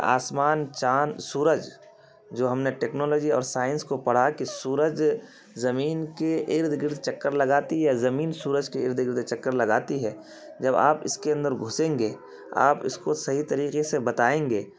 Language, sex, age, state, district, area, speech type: Urdu, male, 30-45, Bihar, Khagaria, rural, spontaneous